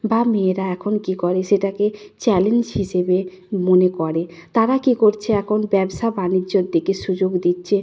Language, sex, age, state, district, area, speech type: Bengali, female, 45-60, West Bengal, Nadia, rural, spontaneous